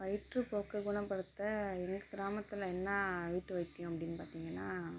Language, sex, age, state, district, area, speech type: Tamil, female, 30-45, Tamil Nadu, Mayiladuthurai, rural, spontaneous